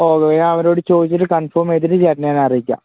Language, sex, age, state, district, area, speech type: Malayalam, male, 18-30, Kerala, Wayanad, rural, conversation